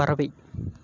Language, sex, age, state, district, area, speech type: Tamil, male, 18-30, Tamil Nadu, Tiruppur, rural, read